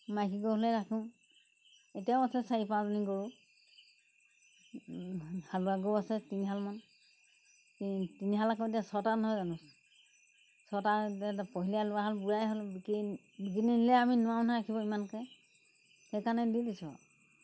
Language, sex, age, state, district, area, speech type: Assamese, female, 60+, Assam, Golaghat, rural, spontaneous